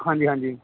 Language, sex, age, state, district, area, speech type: Punjabi, male, 45-60, Punjab, Barnala, rural, conversation